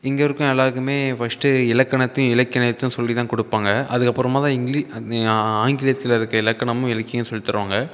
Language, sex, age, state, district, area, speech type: Tamil, male, 18-30, Tamil Nadu, Viluppuram, urban, spontaneous